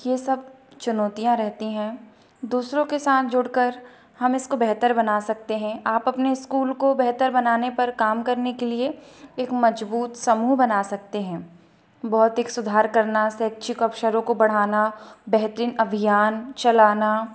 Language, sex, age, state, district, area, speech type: Hindi, female, 30-45, Madhya Pradesh, Balaghat, rural, spontaneous